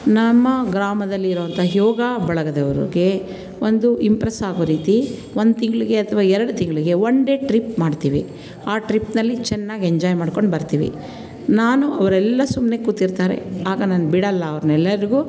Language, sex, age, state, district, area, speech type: Kannada, female, 45-60, Karnataka, Mandya, rural, spontaneous